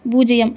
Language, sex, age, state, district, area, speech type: Tamil, female, 30-45, Tamil Nadu, Nilgiris, urban, read